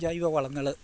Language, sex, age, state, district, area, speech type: Malayalam, male, 60+, Kerala, Idukki, rural, spontaneous